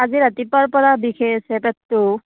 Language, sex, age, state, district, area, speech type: Assamese, female, 18-30, Assam, Barpeta, rural, conversation